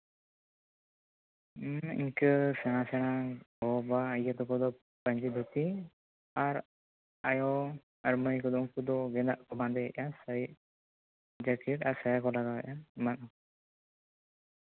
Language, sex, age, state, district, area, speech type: Santali, male, 18-30, West Bengal, Bankura, rural, conversation